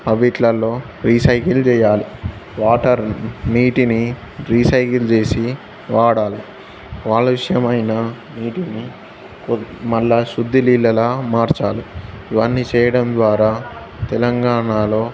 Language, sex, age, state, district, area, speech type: Telugu, male, 18-30, Telangana, Jangaon, urban, spontaneous